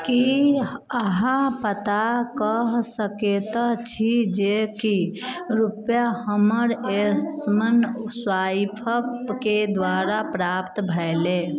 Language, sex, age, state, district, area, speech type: Maithili, female, 18-30, Bihar, Sitamarhi, rural, read